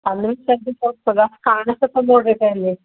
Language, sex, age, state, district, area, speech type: Kannada, female, 30-45, Karnataka, Bidar, urban, conversation